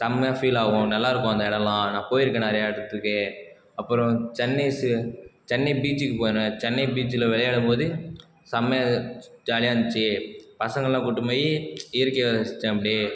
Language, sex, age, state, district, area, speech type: Tamil, male, 30-45, Tamil Nadu, Cuddalore, rural, spontaneous